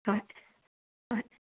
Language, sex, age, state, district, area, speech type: Manipuri, female, 30-45, Manipur, Imphal West, urban, conversation